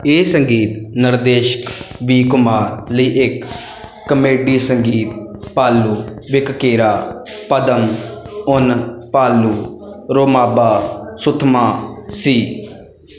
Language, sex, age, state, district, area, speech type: Punjabi, male, 18-30, Punjab, Bathinda, rural, read